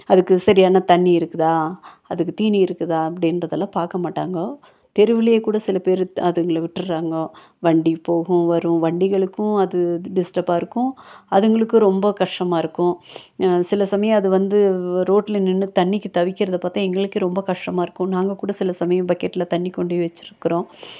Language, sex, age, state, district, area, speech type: Tamil, female, 45-60, Tamil Nadu, Nilgiris, urban, spontaneous